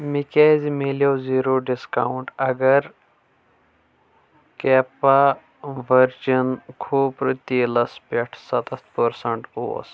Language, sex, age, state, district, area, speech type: Kashmiri, male, 30-45, Jammu and Kashmir, Anantnag, rural, read